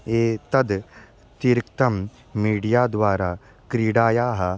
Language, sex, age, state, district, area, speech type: Sanskrit, male, 18-30, Bihar, East Champaran, urban, spontaneous